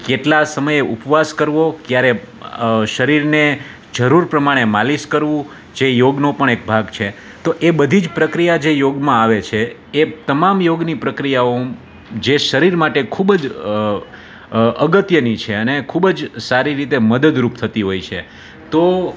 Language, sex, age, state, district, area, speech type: Gujarati, male, 30-45, Gujarat, Rajkot, urban, spontaneous